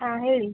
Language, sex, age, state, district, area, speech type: Kannada, female, 18-30, Karnataka, Gadag, urban, conversation